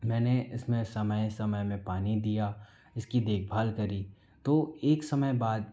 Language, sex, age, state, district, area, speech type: Hindi, male, 45-60, Madhya Pradesh, Bhopal, urban, spontaneous